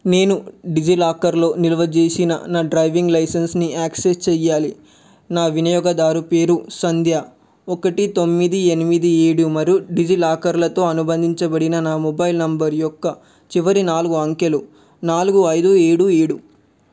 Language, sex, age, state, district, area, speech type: Telugu, male, 18-30, Telangana, Medak, rural, read